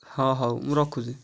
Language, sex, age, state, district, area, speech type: Odia, male, 18-30, Odisha, Nayagarh, rural, spontaneous